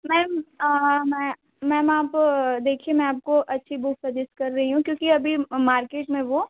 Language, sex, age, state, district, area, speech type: Hindi, female, 18-30, Uttar Pradesh, Sonbhadra, rural, conversation